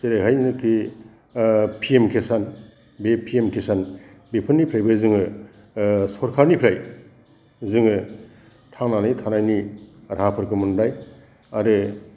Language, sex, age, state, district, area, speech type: Bodo, male, 60+, Assam, Kokrajhar, rural, spontaneous